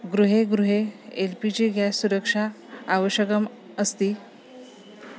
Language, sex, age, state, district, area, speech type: Sanskrit, female, 45-60, Maharashtra, Nagpur, urban, spontaneous